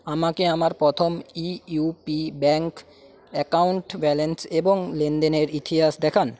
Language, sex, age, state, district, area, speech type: Bengali, male, 45-60, West Bengal, Paschim Medinipur, rural, read